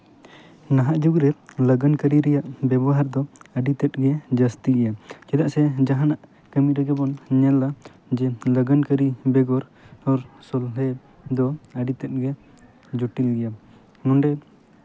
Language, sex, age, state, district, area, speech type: Santali, male, 18-30, West Bengal, Jhargram, rural, spontaneous